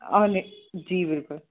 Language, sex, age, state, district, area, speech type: Hindi, female, 60+, Madhya Pradesh, Bhopal, urban, conversation